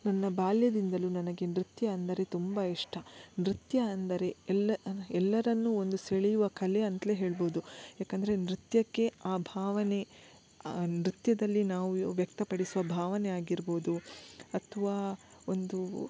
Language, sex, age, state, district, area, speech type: Kannada, female, 30-45, Karnataka, Udupi, rural, spontaneous